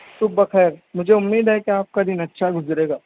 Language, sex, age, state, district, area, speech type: Urdu, male, 18-30, Maharashtra, Nashik, rural, conversation